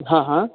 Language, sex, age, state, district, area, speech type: Hindi, male, 30-45, Bihar, Darbhanga, rural, conversation